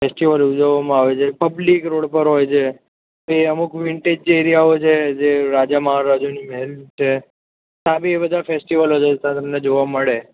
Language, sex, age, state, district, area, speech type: Gujarati, male, 18-30, Gujarat, Ahmedabad, urban, conversation